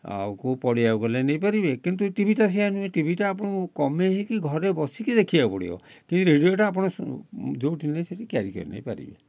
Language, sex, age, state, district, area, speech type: Odia, male, 60+, Odisha, Kalahandi, rural, spontaneous